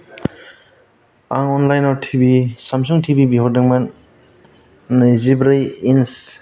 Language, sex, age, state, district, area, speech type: Bodo, male, 18-30, Assam, Kokrajhar, rural, spontaneous